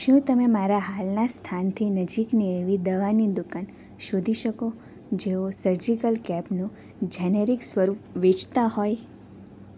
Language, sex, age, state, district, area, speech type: Gujarati, female, 18-30, Gujarat, Surat, rural, read